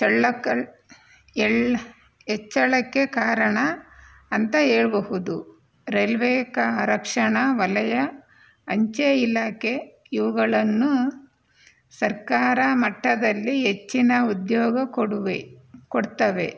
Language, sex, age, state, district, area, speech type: Kannada, female, 45-60, Karnataka, Chitradurga, rural, spontaneous